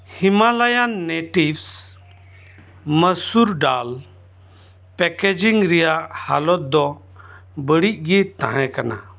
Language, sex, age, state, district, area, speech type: Santali, male, 45-60, West Bengal, Birbhum, rural, read